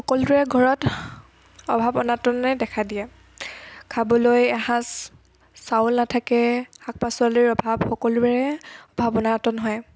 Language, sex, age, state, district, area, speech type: Assamese, female, 18-30, Assam, Tinsukia, urban, spontaneous